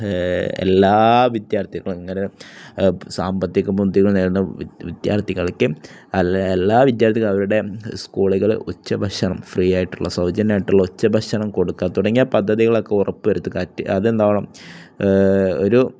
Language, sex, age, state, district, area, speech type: Malayalam, male, 18-30, Kerala, Kozhikode, rural, spontaneous